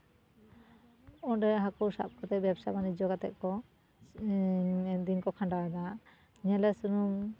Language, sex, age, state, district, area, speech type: Santali, female, 30-45, West Bengal, Jhargram, rural, spontaneous